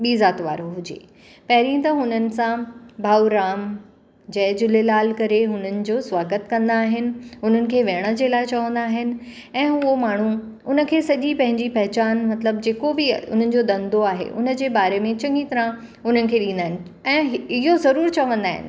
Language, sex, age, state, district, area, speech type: Sindhi, female, 45-60, Maharashtra, Mumbai Suburban, urban, spontaneous